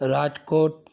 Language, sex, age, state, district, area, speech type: Sindhi, male, 45-60, Gujarat, Junagadh, rural, spontaneous